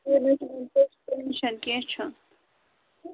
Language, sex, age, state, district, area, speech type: Kashmiri, male, 18-30, Jammu and Kashmir, Budgam, rural, conversation